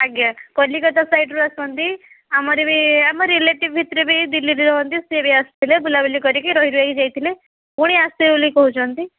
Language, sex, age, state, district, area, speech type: Odia, female, 18-30, Odisha, Balasore, rural, conversation